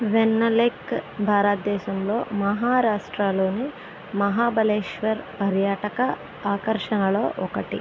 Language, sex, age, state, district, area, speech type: Telugu, female, 18-30, Andhra Pradesh, West Godavari, rural, read